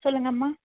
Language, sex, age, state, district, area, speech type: Tamil, female, 18-30, Tamil Nadu, Nilgiris, urban, conversation